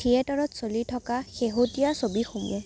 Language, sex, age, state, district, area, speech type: Assamese, female, 18-30, Assam, Kamrup Metropolitan, rural, read